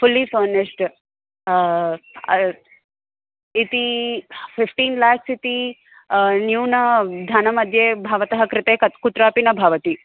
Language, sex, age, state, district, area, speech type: Sanskrit, female, 18-30, Andhra Pradesh, N T Rama Rao, urban, conversation